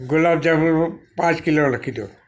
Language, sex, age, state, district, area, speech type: Gujarati, male, 60+, Gujarat, Narmada, urban, spontaneous